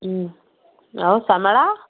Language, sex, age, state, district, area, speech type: Odia, female, 30-45, Odisha, Kendujhar, urban, conversation